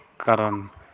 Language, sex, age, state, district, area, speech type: Santali, male, 18-30, West Bengal, Malda, rural, spontaneous